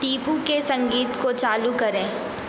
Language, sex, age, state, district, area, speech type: Hindi, female, 18-30, Madhya Pradesh, Hoshangabad, rural, read